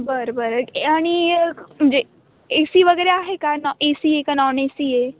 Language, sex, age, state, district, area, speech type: Marathi, female, 18-30, Maharashtra, Nashik, urban, conversation